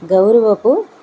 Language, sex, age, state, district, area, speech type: Telugu, female, 45-60, Andhra Pradesh, East Godavari, rural, spontaneous